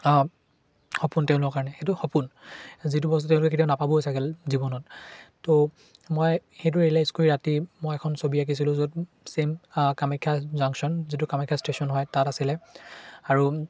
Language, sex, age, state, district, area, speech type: Assamese, male, 18-30, Assam, Charaideo, urban, spontaneous